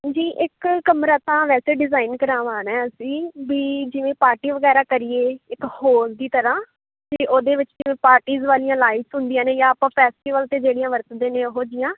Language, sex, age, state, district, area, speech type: Punjabi, female, 18-30, Punjab, Fazilka, rural, conversation